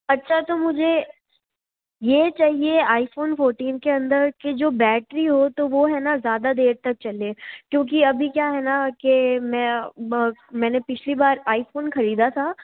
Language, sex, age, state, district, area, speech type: Hindi, female, 18-30, Rajasthan, Jodhpur, urban, conversation